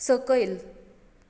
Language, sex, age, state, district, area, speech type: Goan Konkani, female, 30-45, Goa, Tiswadi, rural, read